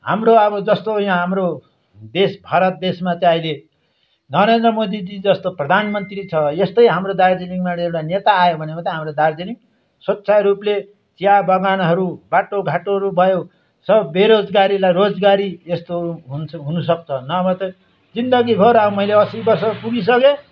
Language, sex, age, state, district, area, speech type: Nepali, male, 60+, West Bengal, Darjeeling, rural, spontaneous